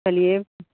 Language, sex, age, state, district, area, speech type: Urdu, female, 30-45, Delhi, North East Delhi, urban, conversation